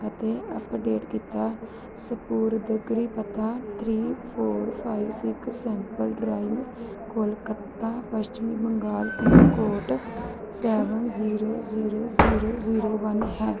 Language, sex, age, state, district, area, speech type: Punjabi, female, 30-45, Punjab, Gurdaspur, urban, read